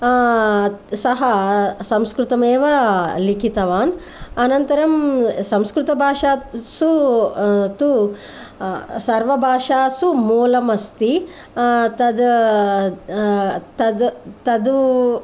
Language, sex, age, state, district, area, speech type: Sanskrit, female, 45-60, Andhra Pradesh, Guntur, urban, spontaneous